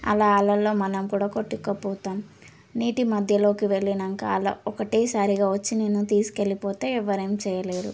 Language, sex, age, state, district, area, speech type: Telugu, female, 18-30, Telangana, Suryapet, urban, spontaneous